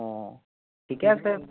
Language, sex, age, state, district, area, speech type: Assamese, male, 18-30, Assam, Biswanath, rural, conversation